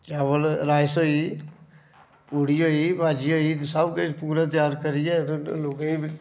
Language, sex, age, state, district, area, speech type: Dogri, male, 45-60, Jammu and Kashmir, Reasi, rural, spontaneous